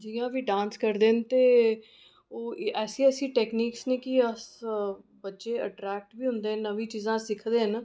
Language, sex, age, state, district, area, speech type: Dogri, female, 30-45, Jammu and Kashmir, Reasi, urban, spontaneous